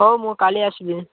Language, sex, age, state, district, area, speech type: Odia, male, 18-30, Odisha, Malkangiri, urban, conversation